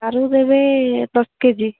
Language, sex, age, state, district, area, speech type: Odia, female, 18-30, Odisha, Cuttack, urban, conversation